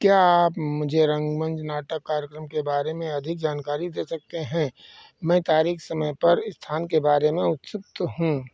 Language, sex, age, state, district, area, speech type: Hindi, male, 60+, Uttar Pradesh, Sitapur, rural, read